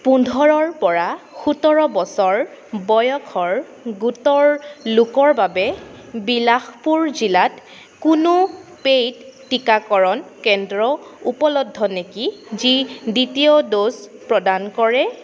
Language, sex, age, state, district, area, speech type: Assamese, female, 18-30, Assam, Sonitpur, rural, read